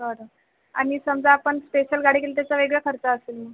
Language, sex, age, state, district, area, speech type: Marathi, male, 18-30, Maharashtra, Buldhana, urban, conversation